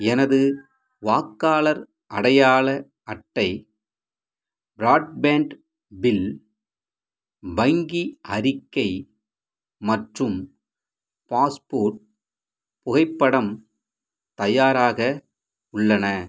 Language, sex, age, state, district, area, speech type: Tamil, male, 45-60, Tamil Nadu, Madurai, rural, read